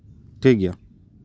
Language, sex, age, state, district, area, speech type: Santali, male, 30-45, West Bengal, Paschim Bardhaman, rural, spontaneous